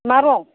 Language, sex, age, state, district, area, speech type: Bodo, female, 60+, Assam, Kokrajhar, rural, conversation